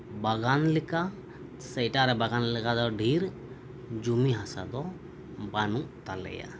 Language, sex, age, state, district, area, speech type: Santali, male, 30-45, West Bengal, Birbhum, rural, spontaneous